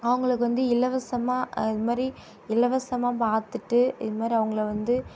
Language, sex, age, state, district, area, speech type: Tamil, female, 18-30, Tamil Nadu, Tirupattur, urban, spontaneous